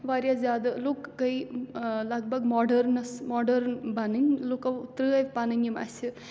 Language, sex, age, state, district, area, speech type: Kashmiri, female, 18-30, Jammu and Kashmir, Srinagar, urban, spontaneous